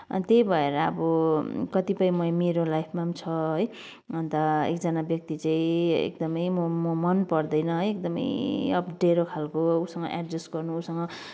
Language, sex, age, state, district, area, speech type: Nepali, female, 30-45, West Bengal, Kalimpong, rural, spontaneous